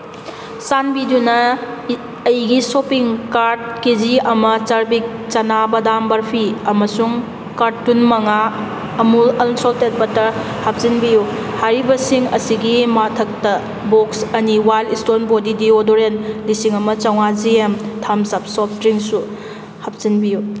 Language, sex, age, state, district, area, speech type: Manipuri, female, 30-45, Manipur, Kakching, rural, read